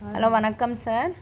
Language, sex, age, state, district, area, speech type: Tamil, female, 30-45, Tamil Nadu, Krishnagiri, rural, spontaneous